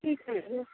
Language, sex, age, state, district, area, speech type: Hindi, female, 18-30, Uttar Pradesh, Ghazipur, rural, conversation